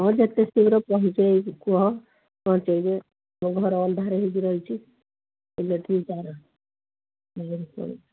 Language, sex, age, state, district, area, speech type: Odia, female, 60+, Odisha, Gajapati, rural, conversation